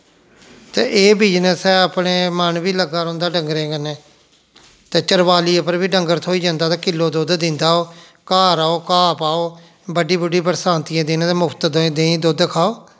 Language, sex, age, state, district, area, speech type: Dogri, male, 45-60, Jammu and Kashmir, Jammu, rural, spontaneous